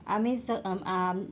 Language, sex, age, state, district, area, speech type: Marathi, female, 45-60, Maharashtra, Yavatmal, urban, spontaneous